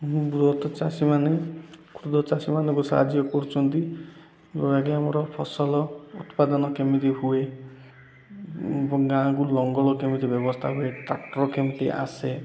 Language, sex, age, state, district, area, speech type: Odia, male, 18-30, Odisha, Koraput, urban, spontaneous